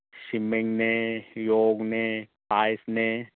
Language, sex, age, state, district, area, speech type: Manipuri, male, 45-60, Manipur, Senapati, rural, conversation